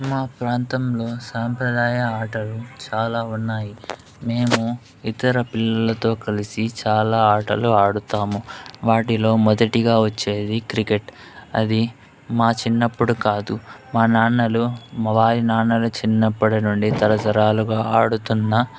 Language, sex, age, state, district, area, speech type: Telugu, male, 18-30, Andhra Pradesh, Chittoor, urban, spontaneous